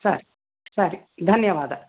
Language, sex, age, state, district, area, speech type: Kannada, female, 60+, Karnataka, Chitradurga, rural, conversation